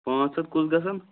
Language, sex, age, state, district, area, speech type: Kashmiri, male, 18-30, Jammu and Kashmir, Shopian, rural, conversation